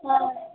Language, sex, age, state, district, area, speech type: Kannada, female, 18-30, Karnataka, Chitradurga, rural, conversation